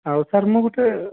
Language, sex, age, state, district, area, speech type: Odia, male, 18-30, Odisha, Nayagarh, rural, conversation